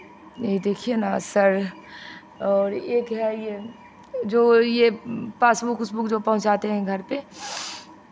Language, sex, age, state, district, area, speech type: Hindi, female, 45-60, Bihar, Begusarai, rural, spontaneous